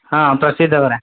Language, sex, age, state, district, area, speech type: Odia, male, 18-30, Odisha, Dhenkanal, rural, conversation